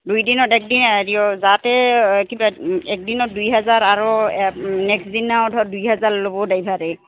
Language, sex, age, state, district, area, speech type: Assamese, female, 45-60, Assam, Goalpara, urban, conversation